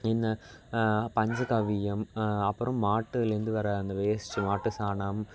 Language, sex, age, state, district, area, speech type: Tamil, male, 18-30, Tamil Nadu, Thanjavur, urban, spontaneous